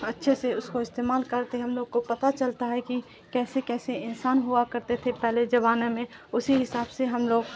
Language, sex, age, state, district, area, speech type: Urdu, female, 18-30, Bihar, Supaul, rural, spontaneous